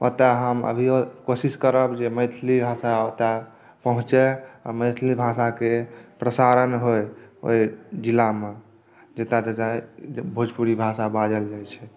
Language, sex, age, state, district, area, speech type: Maithili, male, 30-45, Bihar, Saharsa, urban, spontaneous